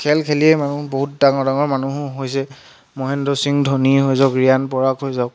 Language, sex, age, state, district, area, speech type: Assamese, male, 30-45, Assam, Charaideo, rural, spontaneous